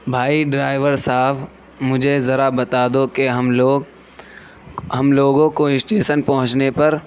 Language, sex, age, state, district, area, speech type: Urdu, male, 18-30, Uttar Pradesh, Gautam Buddha Nagar, rural, spontaneous